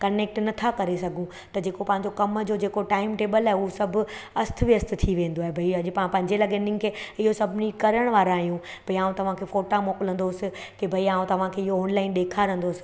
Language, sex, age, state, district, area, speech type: Sindhi, female, 30-45, Gujarat, Surat, urban, spontaneous